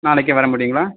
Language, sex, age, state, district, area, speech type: Tamil, male, 18-30, Tamil Nadu, Kallakurichi, rural, conversation